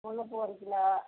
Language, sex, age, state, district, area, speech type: Tamil, female, 30-45, Tamil Nadu, Tirupattur, rural, conversation